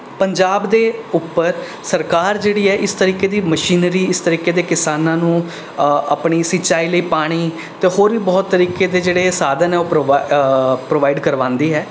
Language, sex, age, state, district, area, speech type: Punjabi, male, 18-30, Punjab, Rupnagar, urban, spontaneous